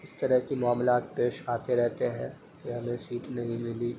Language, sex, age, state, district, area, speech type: Urdu, male, 30-45, Uttar Pradesh, Gautam Buddha Nagar, urban, spontaneous